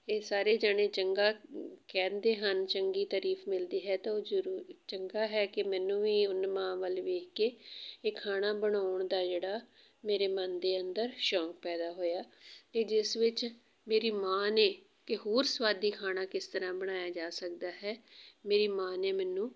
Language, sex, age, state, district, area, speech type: Punjabi, female, 45-60, Punjab, Amritsar, urban, spontaneous